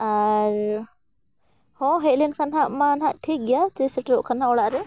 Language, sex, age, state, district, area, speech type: Santali, female, 18-30, Jharkhand, Bokaro, rural, spontaneous